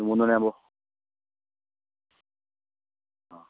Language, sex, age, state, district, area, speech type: Malayalam, male, 30-45, Kerala, Palakkad, rural, conversation